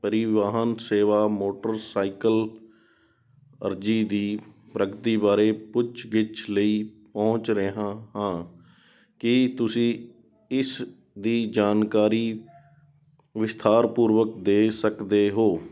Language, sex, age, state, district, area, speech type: Punjabi, male, 18-30, Punjab, Sangrur, urban, read